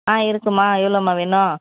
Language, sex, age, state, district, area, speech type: Tamil, female, 60+, Tamil Nadu, Tiruvarur, urban, conversation